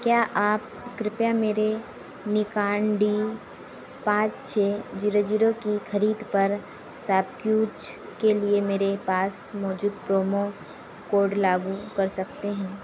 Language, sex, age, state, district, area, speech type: Hindi, female, 18-30, Madhya Pradesh, Harda, urban, read